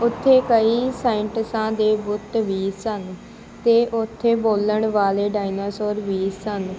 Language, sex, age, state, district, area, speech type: Punjabi, female, 18-30, Punjab, Shaheed Bhagat Singh Nagar, rural, spontaneous